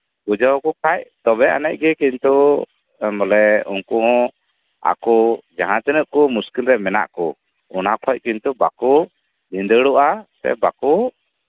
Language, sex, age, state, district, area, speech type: Santali, male, 45-60, West Bengal, Birbhum, rural, conversation